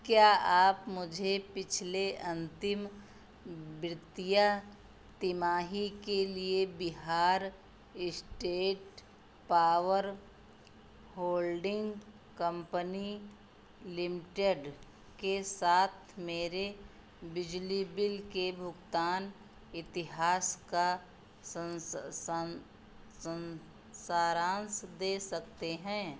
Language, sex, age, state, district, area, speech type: Hindi, female, 60+, Uttar Pradesh, Ayodhya, rural, read